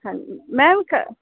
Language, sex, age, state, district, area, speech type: Punjabi, female, 18-30, Punjab, Barnala, urban, conversation